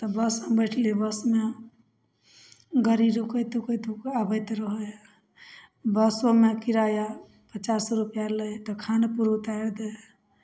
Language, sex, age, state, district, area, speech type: Maithili, female, 30-45, Bihar, Samastipur, rural, spontaneous